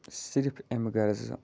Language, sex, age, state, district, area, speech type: Kashmiri, male, 18-30, Jammu and Kashmir, Budgam, rural, spontaneous